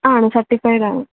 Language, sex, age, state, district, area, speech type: Malayalam, female, 18-30, Kerala, Alappuzha, rural, conversation